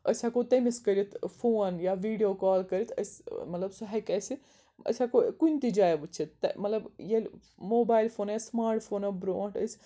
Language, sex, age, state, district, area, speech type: Kashmiri, female, 18-30, Jammu and Kashmir, Srinagar, urban, spontaneous